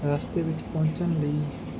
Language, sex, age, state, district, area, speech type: Punjabi, male, 18-30, Punjab, Barnala, rural, spontaneous